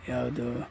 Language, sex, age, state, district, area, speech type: Kannada, male, 30-45, Karnataka, Udupi, rural, spontaneous